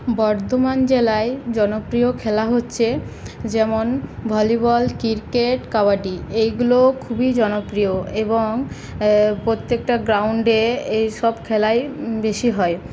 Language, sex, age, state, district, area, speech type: Bengali, female, 18-30, West Bengal, Paschim Bardhaman, urban, spontaneous